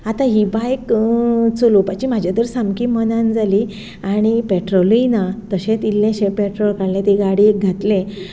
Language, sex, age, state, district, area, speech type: Goan Konkani, female, 45-60, Goa, Ponda, rural, spontaneous